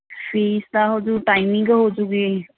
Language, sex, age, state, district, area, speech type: Punjabi, female, 30-45, Punjab, Mansa, urban, conversation